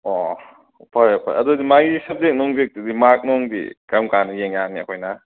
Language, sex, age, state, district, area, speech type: Manipuri, male, 18-30, Manipur, Kakching, rural, conversation